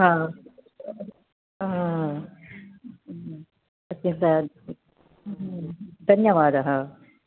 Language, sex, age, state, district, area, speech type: Sanskrit, female, 60+, Karnataka, Mysore, urban, conversation